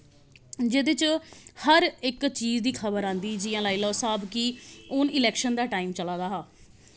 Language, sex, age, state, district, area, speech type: Dogri, female, 30-45, Jammu and Kashmir, Jammu, urban, spontaneous